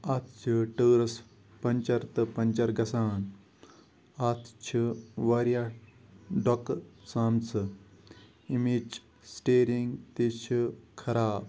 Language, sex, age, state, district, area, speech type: Kashmiri, male, 18-30, Jammu and Kashmir, Kupwara, rural, spontaneous